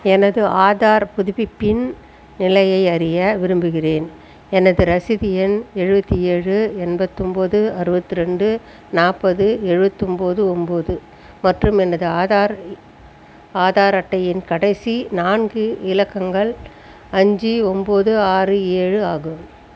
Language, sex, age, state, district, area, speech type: Tamil, female, 60+, Tamil Nadu, Chengalpattu, rural, read